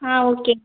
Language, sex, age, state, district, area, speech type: Tamil, female, 45-60, Tamil Nadu, Madurai, urban, conversation